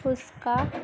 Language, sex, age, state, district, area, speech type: Bengali, female, 18-30, West Bengal, Birbhum, urban, spontaneous